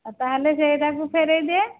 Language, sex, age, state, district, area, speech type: Odia, female, 45-60, Odisha, Nayagarh, rural, conversation